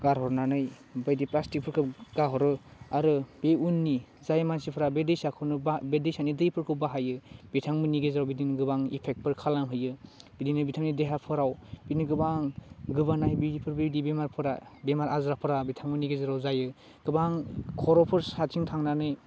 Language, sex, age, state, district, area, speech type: Bodo, male, 18-30, Assam, Udalguri, urban, spontaneous